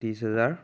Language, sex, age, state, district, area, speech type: Assamese, male, 18-30, Assam, Dhemaji, rural, spontaneous